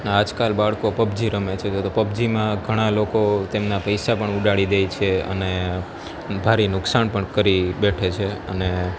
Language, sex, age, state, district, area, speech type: Gujarati, male, 18-30, Gujarat, Junagadh, urban, spontaneous